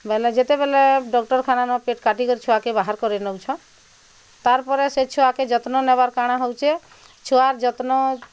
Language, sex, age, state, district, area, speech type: Odia, female, 45-60, Odisha, Bargarh, urban, spontaneous